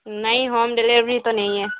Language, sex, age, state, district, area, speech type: Urdu, female, 18-30, Bihar, Khagaria, rural, conversation